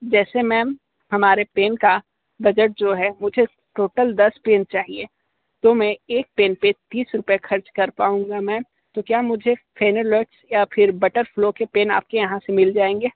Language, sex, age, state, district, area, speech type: Hindi, male, 18-30, Uttar Pradesh, Sonbhadra, rural, conversation